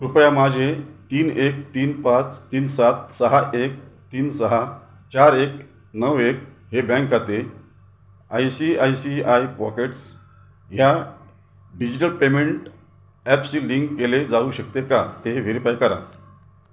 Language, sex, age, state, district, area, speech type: Marathi, male, 45-60, Maharashtra, Raigad, rural, read